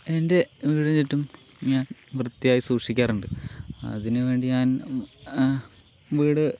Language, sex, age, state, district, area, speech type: Malayalam, male, 18-30, Kerala, Palakkad, urban, spontaneous